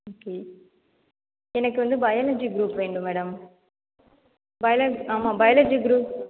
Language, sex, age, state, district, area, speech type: Tamil, female, 18-30, Tamil Nadu, Viluppuram, rural, conversation